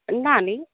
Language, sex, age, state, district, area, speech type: Goan Konkani, female, 30-45, Goa, Canacona, rural, conversation